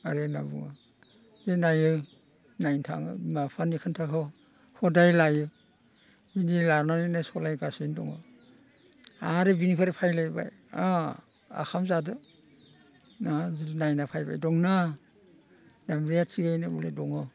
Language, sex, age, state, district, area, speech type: Bodo, male, 60+, Assam, Baksa, urban, spontaneous